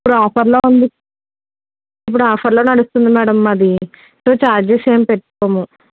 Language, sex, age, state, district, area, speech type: Telugu, female, 18-30, Telangana, Karimnagar, rural, conversation